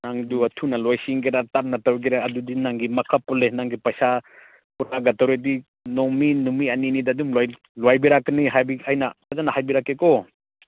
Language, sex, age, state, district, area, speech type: Manipuri, male, 45-60, Manipur, Senapati, rural, conversation